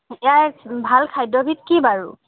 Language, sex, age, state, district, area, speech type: Assamese, female, 30-45, Assam, Jorhat, urban, conversation